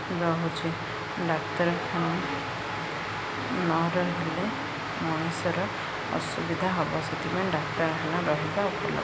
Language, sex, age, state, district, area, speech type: Odia, female, 30-45, Odisha, Ganjam, urban, spontaneous